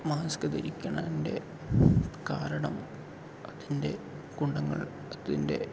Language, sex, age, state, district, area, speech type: Malayalam, male, 18-30, Kerala, Palakkad, urban, spontaneous